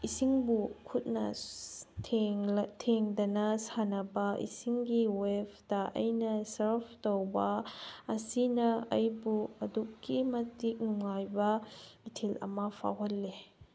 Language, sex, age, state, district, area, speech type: Manipuri, female, 30-45, Manipur, Tengnoupal, urban, spontaneous